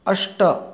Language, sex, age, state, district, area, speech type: Sanskrit, male, 30-45, West Bengal, North 24 Parganas, rural, read